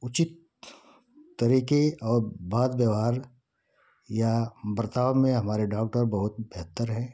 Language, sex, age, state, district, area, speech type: Hindi, male, 60+, Uttar Pradesh, Ghazipur, rural, spontaneous